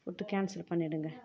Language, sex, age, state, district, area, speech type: Tamil, female, 30-45, Tamil Nadu, Kallakurichi, rural, spontaneous